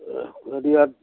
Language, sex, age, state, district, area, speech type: Assamese, male, 60+, Assam, Udalguri, rural, conversation